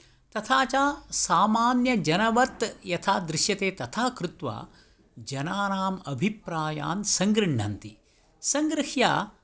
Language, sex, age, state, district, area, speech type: Sanskrit, male, 60+, Karnataka, Tumkur, urban, spontaneous